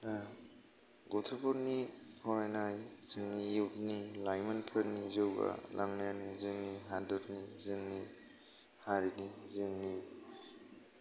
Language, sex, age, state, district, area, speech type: Bodo, male, 30-45, Assam, Kokrajhar, rural, spontaneous